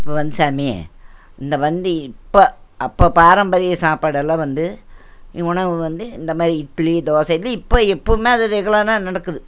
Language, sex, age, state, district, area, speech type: Tamil, female, 60+, Tamil Nadu, Coimbatore, urban, spontaneous